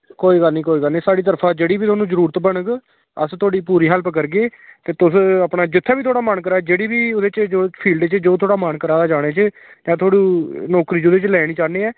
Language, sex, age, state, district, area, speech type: Dogri, male, 30-45, Jammu and Kashmir, Samba, rural, conversation